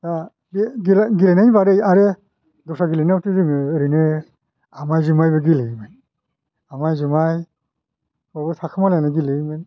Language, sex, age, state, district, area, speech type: Bodo, male, 60+, Assam, Kokrajhar, urban, spontaneous